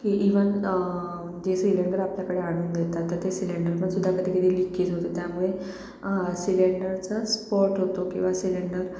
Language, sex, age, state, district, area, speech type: Marathi, female, 30-45, Maharashtra, Akola, urban, spontaneous